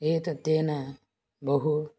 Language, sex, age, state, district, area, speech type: Sanskrit, male, 18-30, Karnataka, Haveri, urban, spontaneous